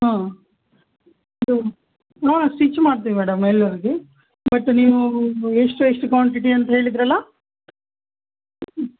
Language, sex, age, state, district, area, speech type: Kannada, female, 30-45, Karnataka, Bellary, rural, conversation